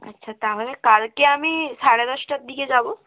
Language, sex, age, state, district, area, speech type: Bengali, female, 18-30, West Bengal, North 24 Parganas, rural, conversation